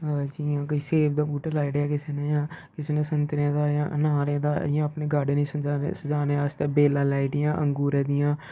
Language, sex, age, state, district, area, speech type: Dogri, male, 30-45, Jammu and Kashmir, Reasi, urban, spontaneous